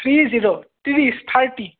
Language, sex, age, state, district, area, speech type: Assamese, male, 30-45, Assam, Kamrup Metropolitan, urban, conversation